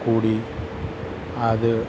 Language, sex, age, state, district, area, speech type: Malayalam, male, 45-60, Kerala, Kottayam, urban, spontaneous